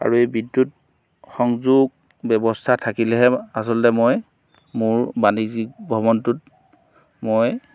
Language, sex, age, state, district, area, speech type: Assamese, male, 45-60, Assam, Golaghat, urban, spontaneous